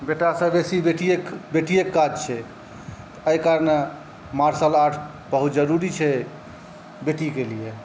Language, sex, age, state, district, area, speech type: Maithili, male, 30-45, Bihar, Saharsa, rural, spontaneous